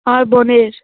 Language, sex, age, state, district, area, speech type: Bengali, female, 18-30, West Bengal, Dakshin Dinajpur, urban, conversation